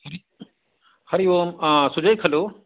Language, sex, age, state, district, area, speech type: Sanskrit, male, 45-60, Karnataka, Kolar, urban, conversation